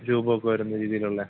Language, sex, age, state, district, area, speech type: Malayalam, male, 18-30, Kerala, Kollam, rural, conversation